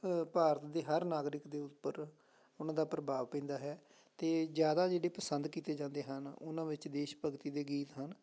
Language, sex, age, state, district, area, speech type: Punjabi, male, 30-45, Punjab, Amritsar, urban, spontaneous